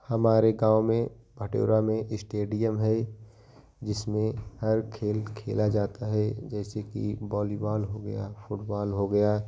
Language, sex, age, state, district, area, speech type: Hindi, male, 18-30, Uttar Pradesh, Jaunpur, rural, spontaneous